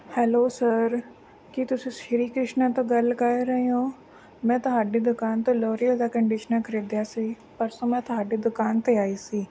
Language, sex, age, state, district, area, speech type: Punjabi, female, 30-45, Punjab, Mansa, urban, spontaneous